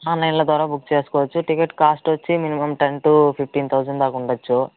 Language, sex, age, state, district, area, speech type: Telugu, male, 18-30, Andhra Pradesh, Chittoor, rural, conversation